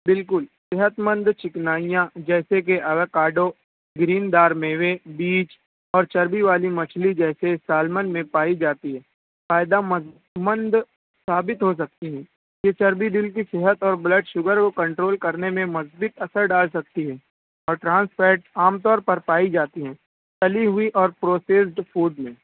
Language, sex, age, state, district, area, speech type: Urdu, male, 18-30, Maharashtra, Nashik, rural, conversation